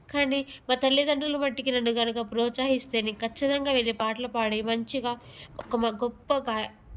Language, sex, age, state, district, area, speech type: Telugu, female, 18-30, Telangana, Peddapalli, rural, spontaneous